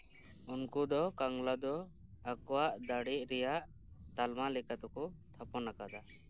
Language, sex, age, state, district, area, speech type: Santali, male, 18-30, West Bengal, Birbhum, rural, read